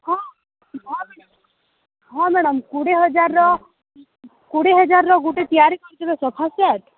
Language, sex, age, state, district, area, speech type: Odia, female, 18-30, Odisha, Balangir, urban, conversation